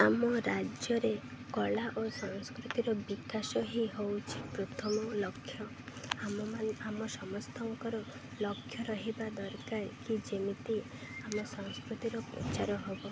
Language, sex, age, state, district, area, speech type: Odia, female, 18-30, Odisha, Malkangiri, urban, spontaneous